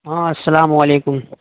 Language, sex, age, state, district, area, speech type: Urdu, male, 45-60, Bihar, Supaul, rural, conversation